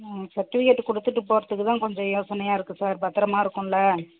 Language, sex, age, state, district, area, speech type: Tamil, female, 45-60, Tamil Nadu, Thanjavur, rural, conversation